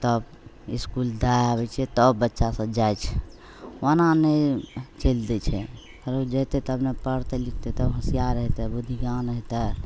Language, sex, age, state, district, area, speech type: Maithili, female, 60+, Bihar, Madhepura, rural, spontaneous